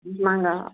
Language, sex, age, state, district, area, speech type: Tamil, female, 60+, Tamil Nadu, Erode, rural, conversation